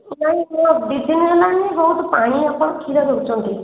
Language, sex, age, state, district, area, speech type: Odia, female, 30-45, Odisha, Khordha, rural, conversation